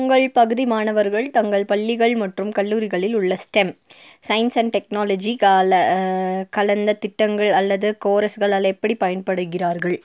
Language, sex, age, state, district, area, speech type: Tamil, female, 18-30, Tamil Nadu, Nilgiris, urban, spontaneous